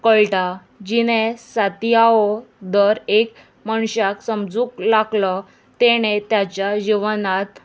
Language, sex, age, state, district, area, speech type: Goan Konkani, female, 18-30, Goa, Murmgao, urban, spontaneous